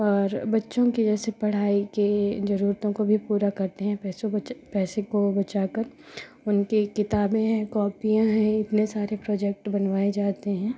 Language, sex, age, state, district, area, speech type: Hindi, female, 30-45, Madhya Pradesh, Katni, urban, spontaneous